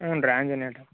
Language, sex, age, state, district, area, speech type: Kannada, male, 18-30, Karnataka, Koppal, rural, conversation